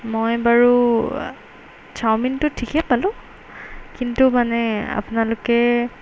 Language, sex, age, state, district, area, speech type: Assamese, female, 18-30, Assam, Golaghat, urban, spontaneous